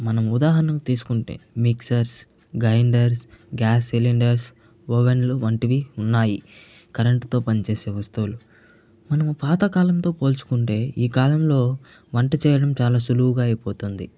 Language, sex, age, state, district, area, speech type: Telugu, male, 45-60, Andhra Pradesh, Chittoor, urban, spontaneous